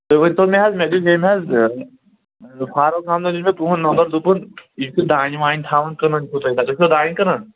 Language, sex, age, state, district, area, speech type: Kashmiri, male, 45-60, Jammu and Kashmir, Kulgam, rural, conversation